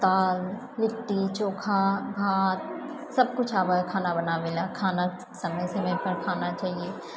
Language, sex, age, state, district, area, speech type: Maithili, female, 18-30, Bihar, Purnia, rural, spontaneous